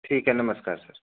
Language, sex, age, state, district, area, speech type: Hindi, male, 30-45, Uttar Pradesh, Chandauli, rural, conversation